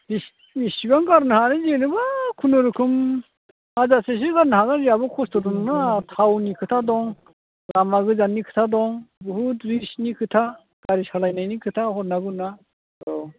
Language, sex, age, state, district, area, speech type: Bodo, male, 45-60, Assam, Chirang, rural, conversation